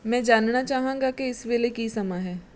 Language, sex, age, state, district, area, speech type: Punjabi, female, 30-45, Punjab, Mansa, urban, read